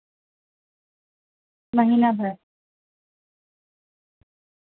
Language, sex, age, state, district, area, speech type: Urdu, female, 18-30, Delhi, Central Delhi, urban, conversation